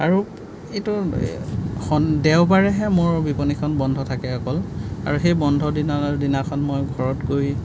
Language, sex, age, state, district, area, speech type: Assamese, male, 30-45, Assam, Golaghat, rural, spontaneous